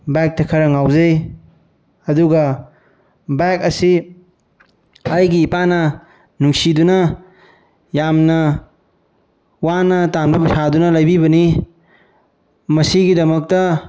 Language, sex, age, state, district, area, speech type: Manipuri, male, 18-30, Manipur, Bishnupur, rural, spontaneous